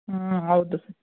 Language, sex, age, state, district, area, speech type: Kannada, female, 45-60, Karnataka, Mandya, rural, conversation